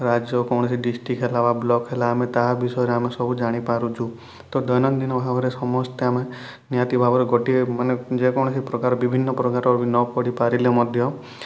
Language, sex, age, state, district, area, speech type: Odia, male, 30-45, Odisha, Kalahandi, rural, spontaneous